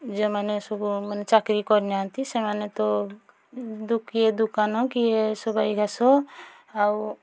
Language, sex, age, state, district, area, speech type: Odia, female, 45-60, Odisha, Mayurbhanj, rural, spontaneous